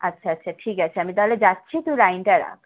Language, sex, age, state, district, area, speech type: Bengali, female, 18-30, West Bengal, Howrah, urban, conversation